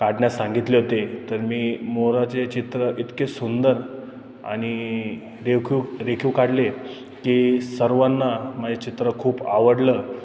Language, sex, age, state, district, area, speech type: Marathi, male, 30-45, Maharashtra, Ahmednagar, urban, spontaneous